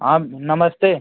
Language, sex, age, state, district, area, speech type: Hindi, male, 30-45, Uttar Pradesh, Ghazipur, rural, conversation